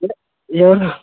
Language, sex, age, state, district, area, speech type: Telugu, male, 18-30, Telangana, Khammam, urban, conversation